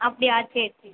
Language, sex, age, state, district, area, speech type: Tamil, female, 18-30, Tamil Nadu, Sivaganga, rural, conversation